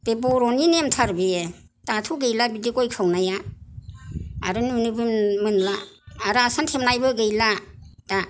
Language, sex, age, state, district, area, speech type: Bodo, female, 60+, Assam, Kokrajhar, rural, spontaneous